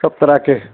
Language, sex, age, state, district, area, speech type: Maithili, male, 45-60, Bihar, Araria, urban, conversation